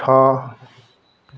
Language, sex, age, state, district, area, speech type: Nepali, male, 60+, West Bengal, Jalpaiguri, urban, read